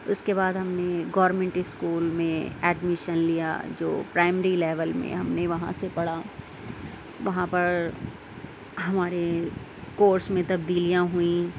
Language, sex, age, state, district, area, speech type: Urdu, female, 30-45, Delhi, Central Delhi, urban, spontaneous